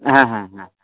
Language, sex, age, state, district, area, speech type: Bengali, male, 60+, West Bengal, Dakshin Dinajpur, rural, conversation